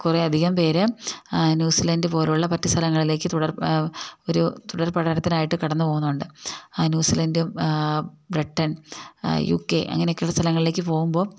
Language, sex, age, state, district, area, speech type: Malayalam, female, 30-45, Kerala, Idukki, rural, spontaneous